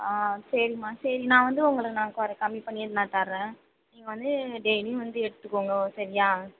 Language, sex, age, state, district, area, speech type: Tamil, female, 18-30, Tamil Nadu, Mayiladuthurai, rural, conversation